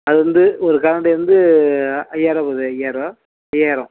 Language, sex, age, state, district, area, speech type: Tamil, male, 30-45, Tamil Nadu, Nagapattinam, rural, conversation